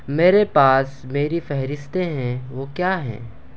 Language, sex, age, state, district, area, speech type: Urdu, male, 18-30, Delhi, South Delhi, urban, read